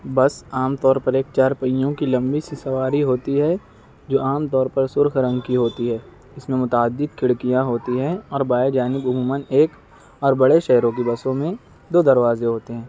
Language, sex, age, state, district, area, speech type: Urdu, male, 18-30, Maharashtra, Nashik, urban, spontaneous